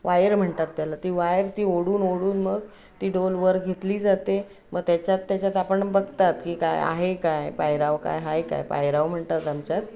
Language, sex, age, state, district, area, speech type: Marathi, female, 45-60, Maharashtra, Ratnagiri, rural, spontaneous